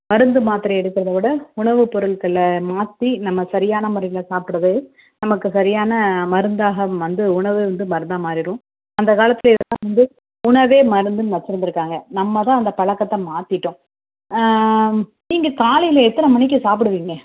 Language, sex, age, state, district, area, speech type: Tamil, female, 30-45, Tamil Nadu, Tirunelveli, rural, conversation